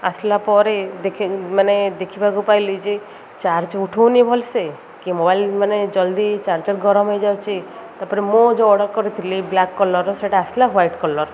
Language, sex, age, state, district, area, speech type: Odia, female, 18-30, Odisha, Ganjam, urban, spontaneous